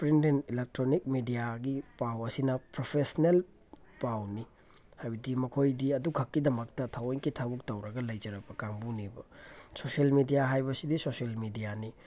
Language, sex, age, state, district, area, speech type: Manipuri, male, 30-45, Manipur, Tengnoupal, rural, spontaneous